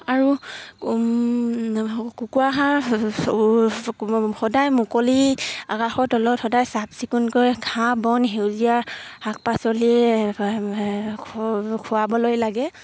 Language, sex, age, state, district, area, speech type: Assamese, female, 45-60, Assam, Dibrugarh, rural, spontaneous